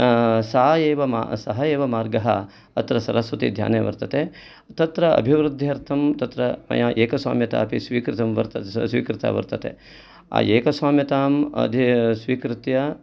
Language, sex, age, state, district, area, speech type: Sanskrit, male, 45-60, Karnataka, Uttara Kannada, urban, spontaneous